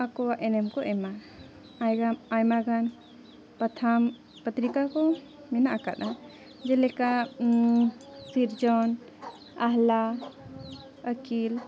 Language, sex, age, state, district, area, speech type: Santali, female, 18-30, Jharkhand, Seraikela Kharsawan, rural, spontaneous